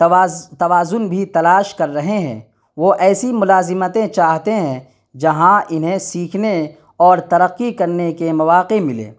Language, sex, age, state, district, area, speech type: Urdu, male, 30-45, Bihar, Darbhanga, urban, spontaneous